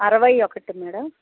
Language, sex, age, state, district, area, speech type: Telugu, female, 60+, Andhra Pradesh, Kadapa, rural, conversation